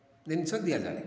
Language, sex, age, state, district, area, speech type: Odia, male, 45-60, Odisha, Nayagarh, rural, spontaneous